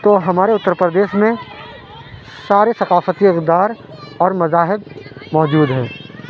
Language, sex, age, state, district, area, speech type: Urdu, male, 30-45, Uttar Pradesh, Lucknow, urban, spontaneous